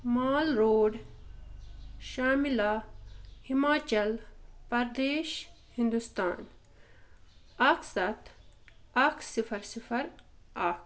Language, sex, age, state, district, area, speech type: Kashmiri, female, 30-45, Jammu and Kashmir, Ganderbal, rural, read